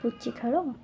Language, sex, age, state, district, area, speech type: Odia, female, 18-30, Odisha, Koraput, urban, spontaneous